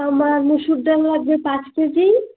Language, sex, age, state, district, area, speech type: Bengali, female, 18-30, West Bengal, Alipurduar, rural, conversation